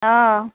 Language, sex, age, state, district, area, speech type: Assamese, female, 45-60, Assam, Lakhimpur, rural, conversation